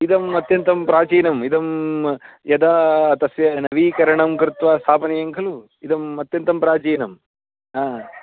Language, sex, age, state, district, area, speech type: Sanskrit, male, 30-45, Karnataka, Uttara Kannada, rural, conversation